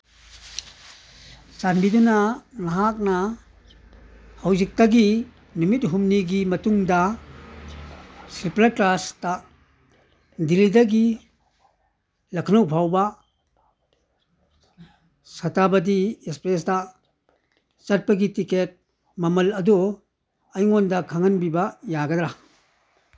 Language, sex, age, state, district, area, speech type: Manipuri, male, 60+, Manipur, Churachandpur, rural, read